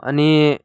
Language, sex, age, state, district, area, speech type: Nepali, male, 18-30, West Bengal, Kalimpong, rural, spontaneous